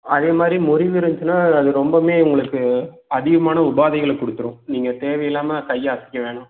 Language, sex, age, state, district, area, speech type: Tamil, male, 30-45, Tamil Nadu, Erode, rural, conversation